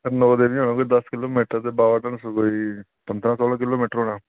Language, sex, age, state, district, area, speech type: Dogri, male, 18-30, Jammu and Kashmir, Reasi, rural, conversation